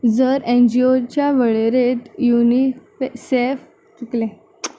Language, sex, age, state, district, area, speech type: Goan Konkani, female, 18-30, Goa, Tiswadi, rural, read